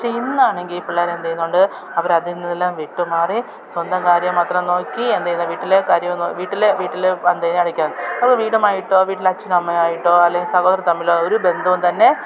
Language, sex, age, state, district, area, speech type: Malayalam, female, 30-45, Kerala, Thiruvananthapuram, urban, spontaneous